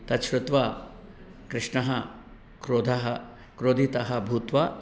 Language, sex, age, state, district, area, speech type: Sanskrit, male, 60+, Telangana, Peddapalli, urban, spontaneous